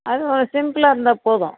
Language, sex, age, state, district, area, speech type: Tamil, female, 60+, Tamil Nadu, Viluppuram, rural, conversation